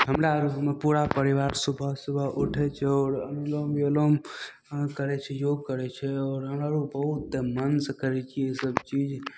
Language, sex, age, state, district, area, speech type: Maithili, male, 18-30, Bihar, Madhepura, rural, spontaneous